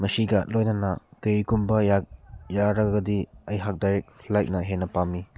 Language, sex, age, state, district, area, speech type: Manipuri, male, 30-45, Manipur, Churachandpur, rural, read